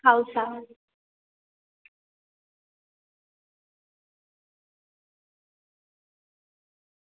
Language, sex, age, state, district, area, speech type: Gujarati, female, 18-30, Gujarat, Surat, urban, conversation